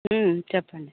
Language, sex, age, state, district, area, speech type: Telugu, female, 45-60, Andhra Pradesh, Chittoor, rural, conversation